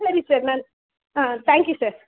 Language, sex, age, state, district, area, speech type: Kannada, female, 18-30, Karnataka, Mysore, rural, conversation